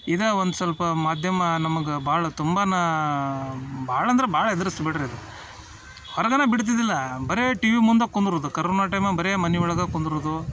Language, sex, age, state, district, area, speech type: Kannada, male, 30-45, Karnataka, Dharwad, urban, spontaneous